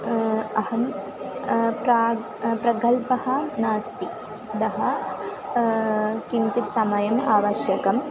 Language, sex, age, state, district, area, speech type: Sanskrit, female, 18-30, Kerala, Thrissur, rural, spontaneous